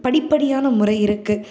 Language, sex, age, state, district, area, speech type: Tamil, female, 18-30, Tamil Nadu, Salem, urban, spontaneous